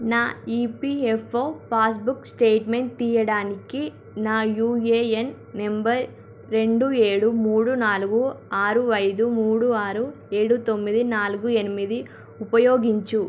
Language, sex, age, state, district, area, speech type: Telugu, female, 30-45, Telangana, Ranga Reddy, urban, read